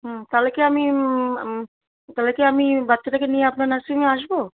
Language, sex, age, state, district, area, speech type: Bengali, female, 45-60, West Bengal, Darjeeling, rural, conversation